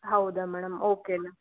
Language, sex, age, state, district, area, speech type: Kannada, female, 30-45, Karnataka, Chitradurga, rural, conversation